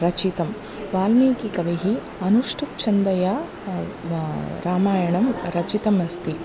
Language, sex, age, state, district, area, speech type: Sanskrit, female, 30-45, Tamil Nadu, Tiruchirappalli, urban, spontaneous